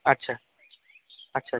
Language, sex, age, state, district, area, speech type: Bengali, male, 18-30, West Bengal, Jalpaiguri, rural, conversation